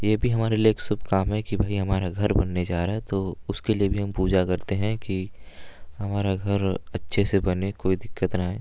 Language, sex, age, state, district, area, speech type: Hindi, male, 18-30, Uttar Pradesh, Varanasi, rural, spontaneous